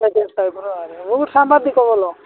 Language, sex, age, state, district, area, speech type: Odia, male, 45-60, Odisha, Nabarangpur, rural, conversation